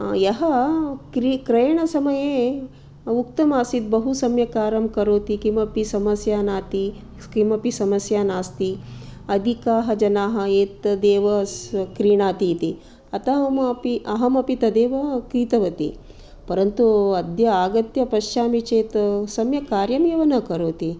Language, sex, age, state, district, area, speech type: Sanskrit, female, 45-60, Karnataka, Dakshina Kannada, urban, spontaneous